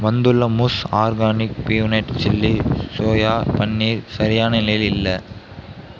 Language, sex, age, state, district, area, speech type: Tamil, male, 18-30, Tamil Nadu, Mayiladuthurai, rural, read